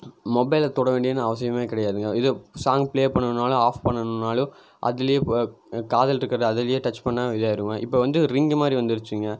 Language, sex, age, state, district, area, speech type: Tamil, male, 18-30, Tamil Nadu, Coimbatore, urban, spontaneous